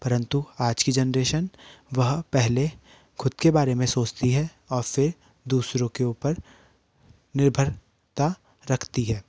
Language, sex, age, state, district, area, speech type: Hindi, male, 18-30, Madhya Pradesh, Betul, urban, spontaneous